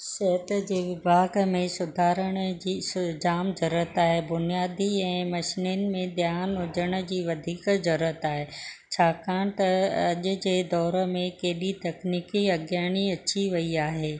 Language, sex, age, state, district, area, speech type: Sindhi, female, 60+, Maharashtra, Ahmednagar, urban, spontaneous